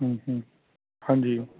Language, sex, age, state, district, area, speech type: Punjabi, male, 45-60, Punjab, Sangrur, urban, conversation